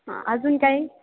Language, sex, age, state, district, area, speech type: Marathi, female, 18-30, Maharashtra, Ahmednagar, urban, conversation